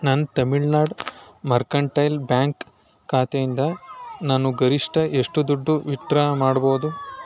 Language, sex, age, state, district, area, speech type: Kannada, male, 18-30, Karnataka, Chamarajanagar, rural, read